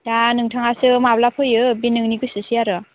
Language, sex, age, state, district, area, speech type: Bodo, female, 18-30, Assam, Baksa, rural, conversation